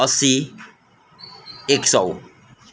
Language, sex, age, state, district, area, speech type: Nepali, male, 30-45, West Bengal, Kalimpong, rural, spontaneous